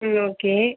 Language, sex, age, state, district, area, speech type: Tamil, female, 30-45, Tamil Nadu, Viluppuram, rural, conversation